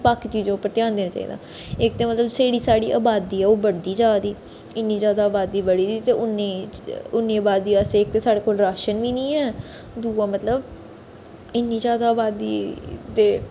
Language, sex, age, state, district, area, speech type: Dogri, female, 30-45, Jammu and Kashmir, Reasi, urban, spontaneous